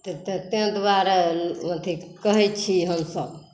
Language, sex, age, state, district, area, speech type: Maithili, female, 60+, Bihar, Saharsa, rural, spontaneous